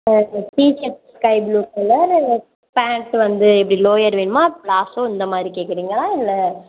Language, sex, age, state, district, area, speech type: Tamil, female, 18-30, Tamil Nadu, Sivaganga, rural, conversation